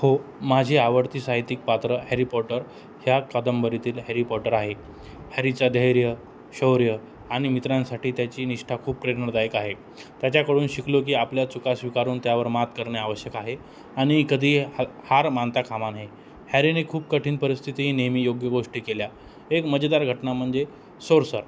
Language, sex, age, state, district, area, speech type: Marathi, male, 18-30, Maharashtra, Jalna, urban, spontaneous